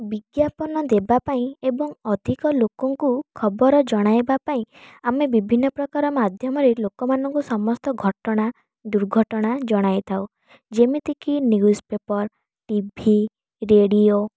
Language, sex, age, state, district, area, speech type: Odia, female, 18-30, Odisha, Kalahandi, rural, spontaneous